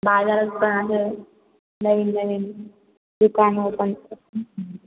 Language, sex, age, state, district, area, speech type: Marathi, female, 18-30, Maharashtra, Ahmednagar, urban, conversation